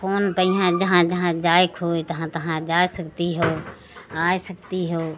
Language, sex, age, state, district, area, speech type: Hindi, female, 60+, Uttar Pradesh, Lucknow, rural, spontaneous